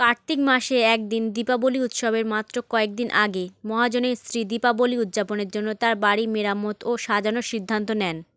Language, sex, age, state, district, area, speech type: Bengali, female, 30-45, West Bengal, South 24 Parganas, rural, read